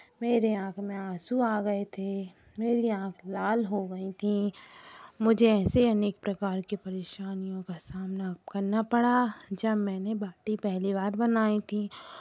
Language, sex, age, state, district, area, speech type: Hindi, female, 30-45, Madhya Pradesh, Hoshangabad, rural, spontaneous